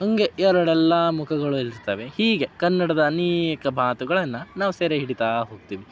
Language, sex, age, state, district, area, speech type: Kannada, male, 18-30, Karnataka, Dharwad, urban, spontaneous